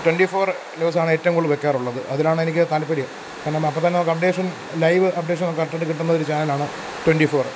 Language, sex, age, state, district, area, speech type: Malayalam, male, 30-45, Kerala, Pathanamthitta, rural, spontaneous